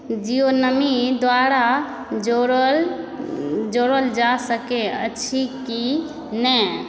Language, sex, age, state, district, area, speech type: Maithili, female, 18-30, Bihar, Supaul, rural, read